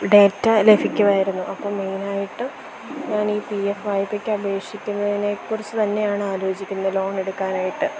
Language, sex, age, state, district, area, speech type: Malayalam, female, 18-30, Kerala, Idukki, rural, spontaneous